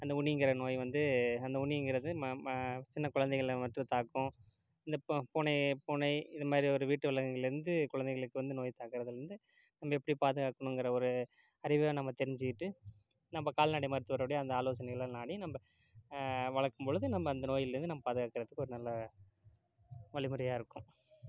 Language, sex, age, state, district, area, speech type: Tamil, male, 30-45, Tamil Nadu, Namakkal, rural, spontaneous